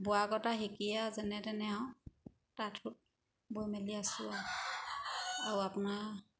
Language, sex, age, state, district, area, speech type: Assamese, female, 30-45, Assam, Sivasagar, rural, spontaneous